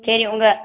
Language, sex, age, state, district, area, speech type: Tamil, female, 45-60, Tamil Nadu, Madurai, urban, conversation